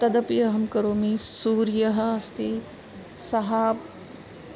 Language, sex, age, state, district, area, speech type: Sanskrit, female, 45-60, Maharashtra, Nagpur, urban, spontaneous